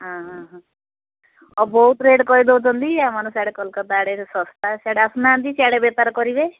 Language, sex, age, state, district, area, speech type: Odia, female, 60+, Odisha, Jharsuguda, rural, conversation